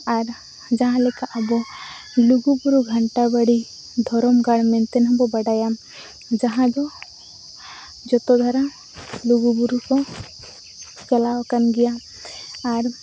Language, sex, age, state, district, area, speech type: Santali, female, 18-30, Jharkhand, Seraikela Kharsawan, rural, spontaneous